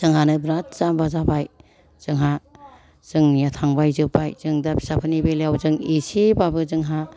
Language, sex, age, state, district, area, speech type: Bodo, female, 60+, Assam, Kokrajhar, rural, spontaneous